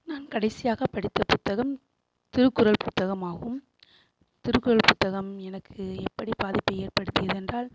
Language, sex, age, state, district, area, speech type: Tamil, female, 45-60, Tamil Nadu, Sivaganga, rural, spontaneous